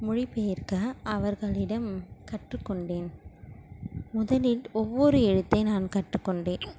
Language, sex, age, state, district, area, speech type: Tamil, female, 18-30, Tamil Nadu, Ranipet, urban, spontaneous